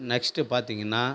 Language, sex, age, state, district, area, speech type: Tamil, male, 45-60, Tamil Nadu, Viluppuram, rural, spontaneous